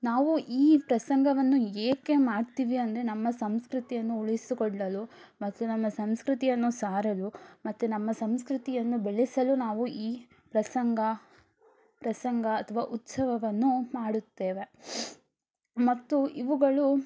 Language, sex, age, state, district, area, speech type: Kannada, female, 18-30, Karnataka, Shimoga, rural, spontaneous